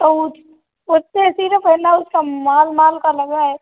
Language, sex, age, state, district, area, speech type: Hindi, female, 30-45, Rajasthan, Jodhpur, urban, conversation